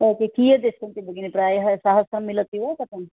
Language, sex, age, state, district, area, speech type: Sanskrit, female, 60+, Karnataka, Bangalore Urban, urban, conversation